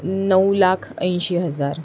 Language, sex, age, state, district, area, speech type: Marathi, female, 18-30, Maharashtra, Sindhudurg, rural, spontaneous